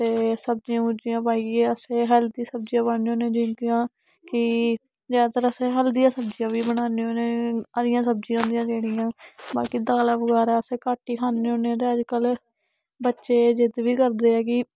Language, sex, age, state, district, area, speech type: Dogri, female, 18-30, Jammu and Kashmir, Samba, urban, spontaneous